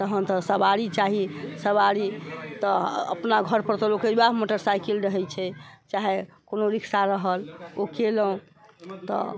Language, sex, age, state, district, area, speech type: Maithili, female, 60+, Bihar, Sitamarhi, urban, spontaneous